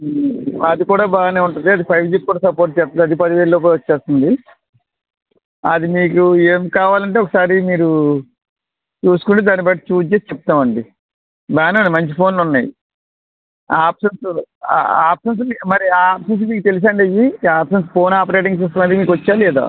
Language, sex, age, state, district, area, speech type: Telugu, male, 45-60, Andhra Pradesh, West Godavari, rural, conversation